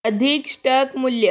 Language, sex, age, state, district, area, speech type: Hindi, female, 18-30, Rajasthan, Jodhpur, rural, read